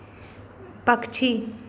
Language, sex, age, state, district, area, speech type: Hindi, female, 18-30, Madhya Pradesh, Narsinghpur, rural, read